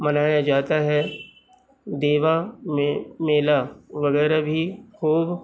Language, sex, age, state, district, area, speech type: Urdu, male, 45-60, Uttar Pradesh, Gautam Buddha Nagar, rural, spontaneous